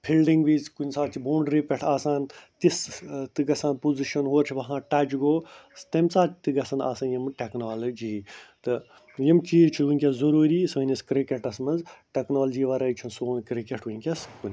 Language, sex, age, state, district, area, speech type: Kashmiri, male, 60+, Jammu and Kashmir, Ganderbal, rural, spontaneous